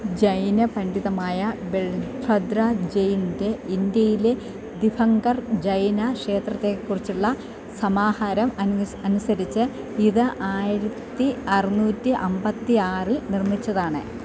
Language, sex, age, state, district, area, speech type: Malayalam, female, 45-60, Kerala, Thiruvananthapuram, rural, read